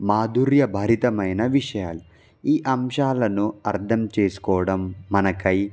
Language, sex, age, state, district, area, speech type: Telugu, male, 18-30, Andhra Pradesh, Palnadu, rural, spontaneous